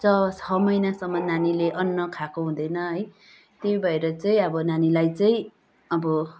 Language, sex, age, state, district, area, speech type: Nepali, female, 30-45, West Bengal, Kalimpong, rural, spontaneous